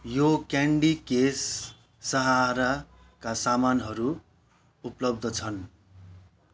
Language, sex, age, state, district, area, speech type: Nepali, male, 45-60, West Bengal, Kalimpong, rural, read